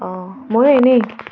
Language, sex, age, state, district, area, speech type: Assamese, female, 18-30, Assam, Tinsukia, urban, spontaneous